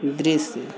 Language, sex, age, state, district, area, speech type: Hindi, male, 30-45, Uttar Pradesh, Azamgarh, rural, read